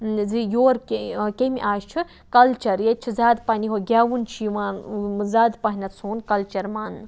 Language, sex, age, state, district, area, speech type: Kashmiri, female, 30-45, Jammu and Kashmir, Budgam, rural, spontaneous